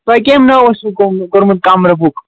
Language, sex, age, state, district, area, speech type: Kashmiri, male, 45-60, Jammu and Kashmir, Srinagar, urban, conversation